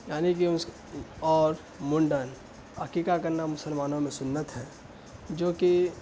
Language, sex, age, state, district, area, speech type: Urdu, male, 18-30, Bihar, Saharsa, rural, spontaneous